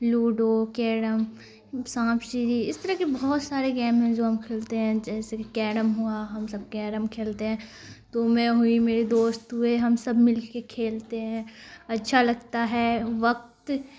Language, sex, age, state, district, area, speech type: Urdu, female, 18-30, Bihar, Khagaria, rural, spontaneous